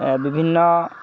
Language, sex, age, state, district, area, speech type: Odia, male, 30-45, Odisha, Kendrapara, urban, spontaneous